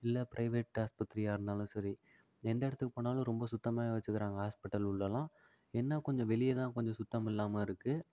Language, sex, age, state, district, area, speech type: Tamil, male, 45-60, Tamil Nadu, Ariyalur, rural, spontaneous